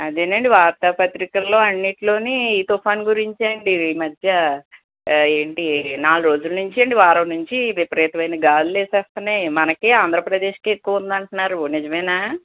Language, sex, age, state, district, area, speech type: Telugu, female, 18-30, Andhra Pradesh, Palnadu, urban, conversation